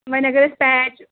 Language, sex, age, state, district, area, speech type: Kashmiri, female, 18-30, Jammu and Kashmir, Anantnag, rural, conversation